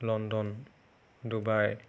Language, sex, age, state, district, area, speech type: Assamese, male, 30-45, Assam, Nagaon, rural, spontaneous